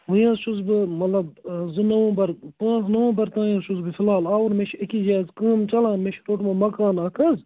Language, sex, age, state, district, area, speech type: Kashmiri, male, 18-30, Jammu and Kashmir, Kupwara, rural, conversation